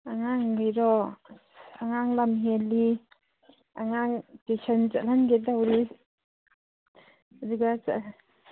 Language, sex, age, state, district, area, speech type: Manipuri, female, 30-45, Manipur, Imphal East, rural, conversation